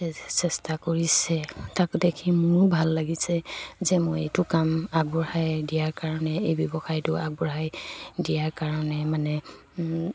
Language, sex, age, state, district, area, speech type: Assamese, female, 45-60, Assam, Dibrugarh, rural, spontaneous